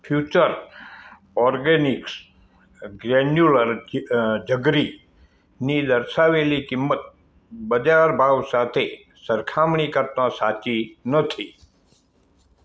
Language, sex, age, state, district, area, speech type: Gujarati, male, 60+, Gujarat, Morbi, rural, read